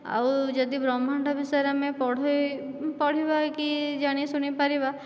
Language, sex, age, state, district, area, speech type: Odia, female, 30-45, Odisha, Dhenkanal, rural, spontaneous